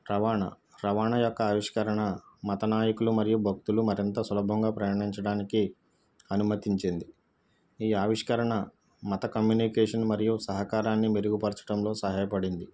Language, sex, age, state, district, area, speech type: Telugu, male, 30-45, Andhra Pradesh, East Godavari, rural, spontaneous